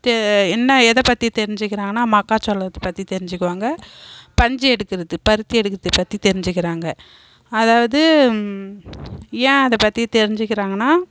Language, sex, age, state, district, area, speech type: Tamil, female, 30-45, Tamil Nadu, Kallakurichi, rural, spontaneous